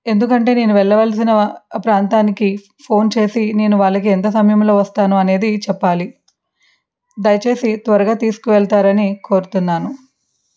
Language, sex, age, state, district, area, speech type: Telugu, female, 45-60, Andhra Pradesh, N T Rama Rao, urban, spontaneous